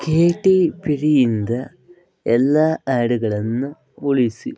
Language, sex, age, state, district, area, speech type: Kannada, male, 60+, Karnataka, Bangalore Rural, urban, read